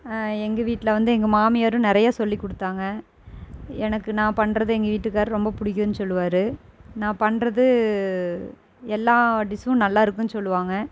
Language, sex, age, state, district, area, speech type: Tamil, female, 30-45, Tamil Nadu, Erode, rural, spontaneous